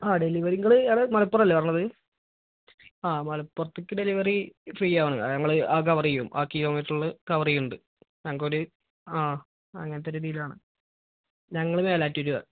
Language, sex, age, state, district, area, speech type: Malayalam, male, 18-30, Kerala, Malappuram, rural, conversation